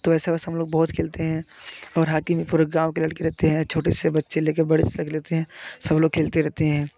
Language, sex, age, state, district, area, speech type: Hindi, male, 30-45, Uttar Pradesh, Jaunpur, urban, spontaneous